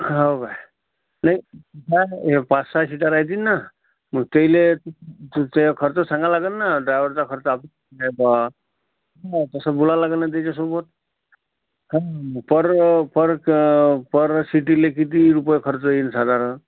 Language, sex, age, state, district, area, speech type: Marathi, male, 45-60, Maharashtra, Amravati, rural, conversation